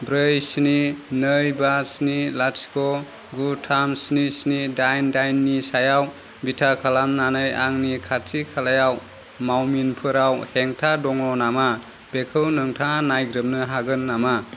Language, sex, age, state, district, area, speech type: Bodo, male, 30-45, Assam, Kokrajhar, rural, read